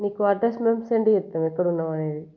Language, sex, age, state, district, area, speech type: Telugu, female, 30-45, Telangana, Jagtial, rural, spontaneous